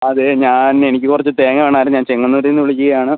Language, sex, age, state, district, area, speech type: Malayalam, male, 18-30, Kerala, Alappuzha, rural, conversation